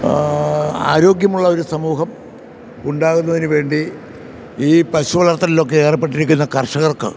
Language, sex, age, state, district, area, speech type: Malayalam, male, 60+, Kerala, Kottayam, rural, spontaneous